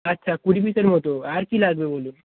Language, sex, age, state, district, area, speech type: Bengali, male, 18-30, West Bengal, Darjeeling, rural, conversation